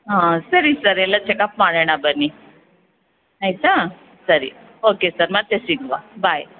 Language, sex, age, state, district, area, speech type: Kannada, female, 45-60, Karnataka, Ramanagara, rural, conversation